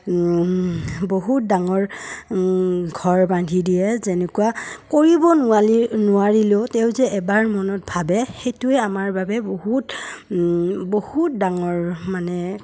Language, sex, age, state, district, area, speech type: Assamese, female, 30-45, Assam, Udalguri, rural, spontaneous